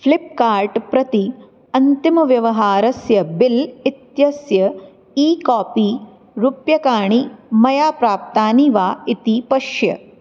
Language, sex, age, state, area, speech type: Sanskrit, female, 30-45, Delhi, urban, read